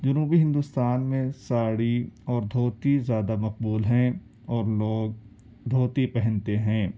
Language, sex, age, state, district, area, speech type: Urdu, male, 18-30, Delhi, South Delhi, urban, spontaneous